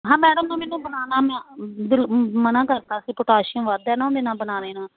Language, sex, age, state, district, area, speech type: Punjabi, female, 45-60, Punjab, Faridkot, urban, conversation